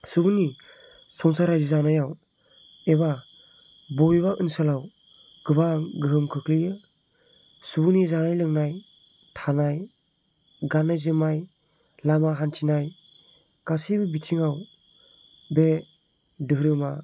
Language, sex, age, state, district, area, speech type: Bodo, male, 18-30, Assam, Chirang, urban, spontaneous